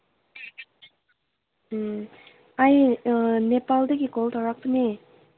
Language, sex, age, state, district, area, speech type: Manipuri, female, 18-30, Manipur, Senapati, rural, conversation